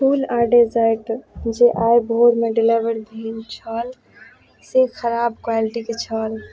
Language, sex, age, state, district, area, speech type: Maithili, female, 30-45, Bihar, Madhubani, rural, read